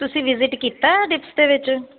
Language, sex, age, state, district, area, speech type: Punjabi, female, 30-45, Punjab, Jalandhar, urban, conversation